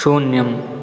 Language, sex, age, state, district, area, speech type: Sanskrit, male, 18-30, Karnataka, Shimoga, rural, read